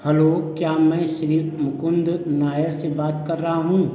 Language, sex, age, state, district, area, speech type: Hindi, male, 45-60, Uttar Pradesh, Azamgarh, rural, read